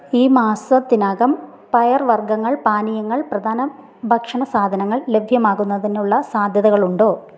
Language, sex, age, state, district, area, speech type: Malayalam, female, 30-45, Kerala, Thiruvananthapuram, rural, read